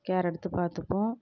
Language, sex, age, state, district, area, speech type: Tamil, female, 30-45, Tamil Nadu, Kallakurichi, rural, spontaneous